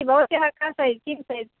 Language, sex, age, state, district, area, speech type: Sanskrit, female, 30-45, Karnataka, Dakshina Kannada, rural, conversation